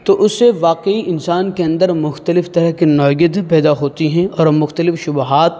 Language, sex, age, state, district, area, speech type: Urdu, male, 18-30, Uttar Pradesh, Saharanpur, urban, spontaneous